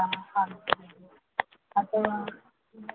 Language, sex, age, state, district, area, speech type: Kannada, female, 18-30, Karnataka, Shimoga, rural, conversation